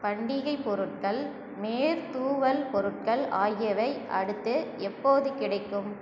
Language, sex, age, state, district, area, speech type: Tamil, female, 30-45, Tamil Nadu, Cuddalore, rural, read